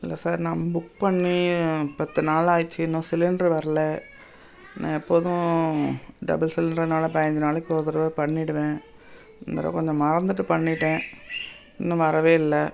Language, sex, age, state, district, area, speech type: Tamil, female, 60+, Tamil Nadu, Thanjavur, urban, spontaneous